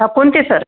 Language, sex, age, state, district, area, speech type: Marathi, female, 60+, Maharashtra, Akola, rural, conversation